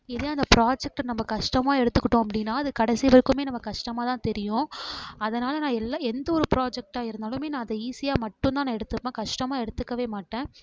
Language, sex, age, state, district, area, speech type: Tamil, female, 18-30, Tamil Nadu, Mayiladuthurai, urban, spontaneous